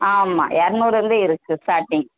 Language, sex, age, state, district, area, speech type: Tamil, female, 18-30, Tamil Nadu, Tenkasi, urban, conversation